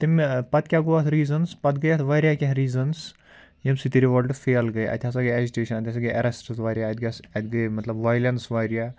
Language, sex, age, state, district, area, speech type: Kashmiri, male, 18-30, Jammu and Kashmir, Ganderbal, rural, spontaneous